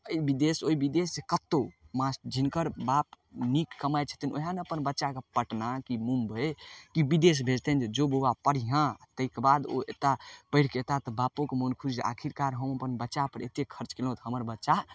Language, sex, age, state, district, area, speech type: Maithili, male, 18-30, Bihar, Darbhanga, rural, spontaneous